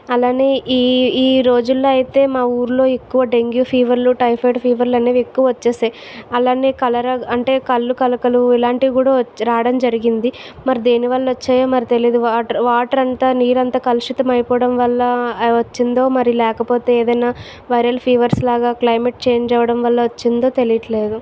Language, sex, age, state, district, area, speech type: Telugu, female, 60+, Andhra Pradesh, Vizianagaram, rural, spontaneous